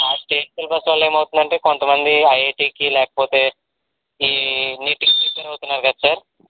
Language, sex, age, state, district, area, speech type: Telugu, male, 18-30, Andhra Pradesh, N T Rama Rao, rural, conversation